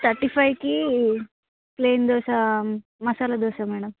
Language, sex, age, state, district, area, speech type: Telugu, female, 30-45, Telangana, Hanamkonda, rural, conversation